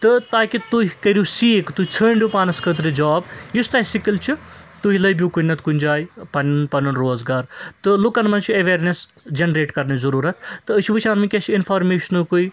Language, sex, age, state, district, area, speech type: Kashmiri, male, 30-45, Jammu and Kashmir, Srinagar, urban, spontaneous